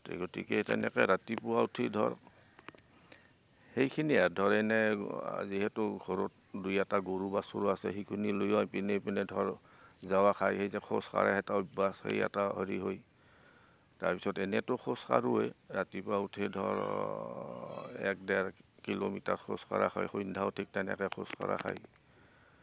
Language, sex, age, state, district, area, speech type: Assamese, male, 60+, Assam, Goalpara, urban, spontaneous